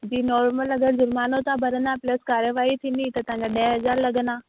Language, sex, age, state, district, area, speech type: Sindhi, female, 18-30, Rajasthan, Ajmer, urban, conversation